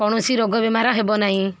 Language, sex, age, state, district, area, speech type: Odia, female, 60+, Odisha, Kendrapara, urban, spontaneous